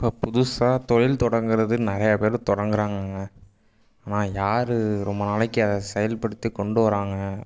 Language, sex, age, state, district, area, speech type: Tamil, male, 18-30, Tamil Nadu, Thanjavur, rural, spontaneous